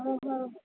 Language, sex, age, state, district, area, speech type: Odia, female, 45-60, Odisha, Jajpur, rural, conversation